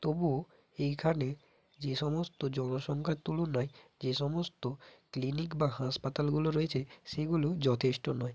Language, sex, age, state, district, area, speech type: Bengali, male, 18-30, West Bengal, Bankura, urban, spontaneous